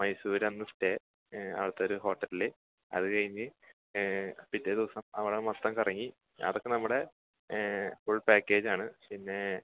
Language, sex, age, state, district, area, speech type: Malayalam, male, 18-30, Kerala, Thrissur, rural, conversation